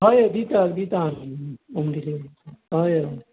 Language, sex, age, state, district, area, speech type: Goan Konkani, male, 60+, Goa, Bardez, rural, conversation